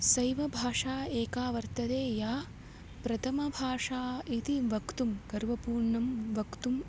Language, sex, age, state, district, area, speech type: Sanskrit, female, 18-30, Tamil Nadu, Tiruchirappalli, urban, spontaneous